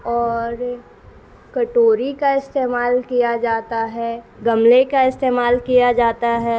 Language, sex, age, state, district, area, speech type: Urdu, female, 18-30, Bihar, Gaya, urban, spontaneous